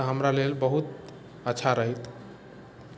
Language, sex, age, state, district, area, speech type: Maithili, male, 45-60, Bihar, Sitamarhi, rural, spontaneous